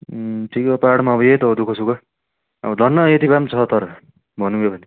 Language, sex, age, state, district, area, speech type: Nepali, male, 18-30, West Bengal, Darjeeling, rural, conversation